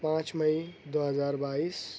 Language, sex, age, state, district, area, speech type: Urdu, male, 18-30, Maharashtra, Nashik, urban, spontaneous